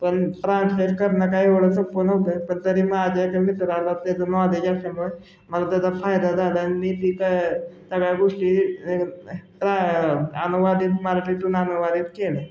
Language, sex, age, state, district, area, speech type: Marathi, male, 18-30, Maharashtra, Osmanabad, rural, spontaneous